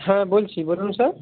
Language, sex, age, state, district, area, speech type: Bengali, male, 30-45, West Bengal, Purba Medinipur, rural, conversation